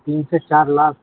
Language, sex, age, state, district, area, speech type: Urdu, male, 30-45, Delhi, South Delhi, urban, conversation